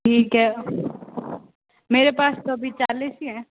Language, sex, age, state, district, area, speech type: Hindi, female, 18-30, Rajasthan, Jodhpur, urban, conversation